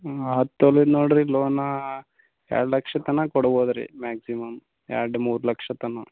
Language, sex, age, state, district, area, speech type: Kannada, male, 18-30, Karnataka, Gulbarga, rural, conversation